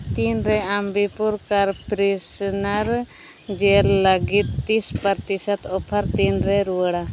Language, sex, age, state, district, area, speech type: Santali, female, 30-45, Jharkhand, Seraikela Kharsawan, rural, read